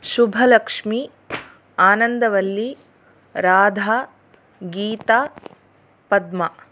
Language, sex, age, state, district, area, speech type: Sanskrit, female, 30-45, Tamil Nadu, Tiruchirappalli, urban, spontaneous